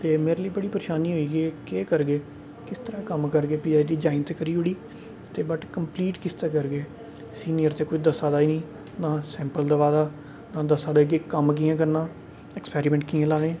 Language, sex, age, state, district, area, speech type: Dogri, male, 18-30, Jammu and Kashmir, Reasi, rural, spontaneous